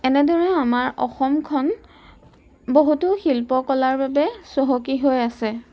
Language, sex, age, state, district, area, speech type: Assamese, female, 18-30, Assam, Jorhat, urban, spontaneous